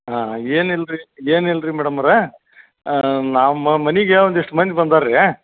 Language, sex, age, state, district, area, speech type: Kannada, male, 45-60, Karnataka, Gadag, rural, conversation